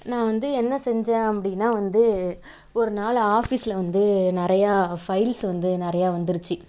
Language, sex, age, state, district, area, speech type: Tamil, female, 30-45, Tamil Nadu, Tiruvarur, urban, spontaneous